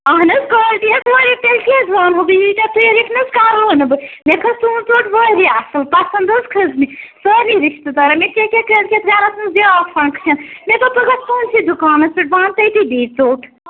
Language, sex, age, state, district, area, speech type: Kashmiri, female, 30-45, Jammu and Kashmir, Ganderbal, rural, conversation